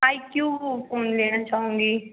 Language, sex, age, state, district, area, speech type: Hindi, female, 18-30, Uttar Pradesh, Ghazipur, rural, conversation